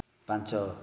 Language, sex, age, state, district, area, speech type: Odia, male, 45-60, Odisha, Kandhamal, rural, read